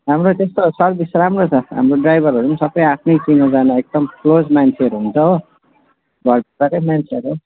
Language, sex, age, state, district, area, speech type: Nepali, male, 18-30, West Bengal, Darjeeling, rural, conversation